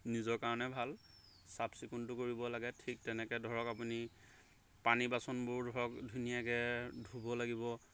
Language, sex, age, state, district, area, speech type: Assamese, male, 30-45, Assam, Golaghat, rural, spontaneous